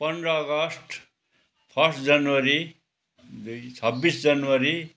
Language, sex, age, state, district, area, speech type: Nepali, male, 60+, West Bengal, Kalimpong, rural, spontaneous